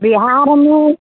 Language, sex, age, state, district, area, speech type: Maithili, female, 45-60, Bihar, Samastipur, urban, conversation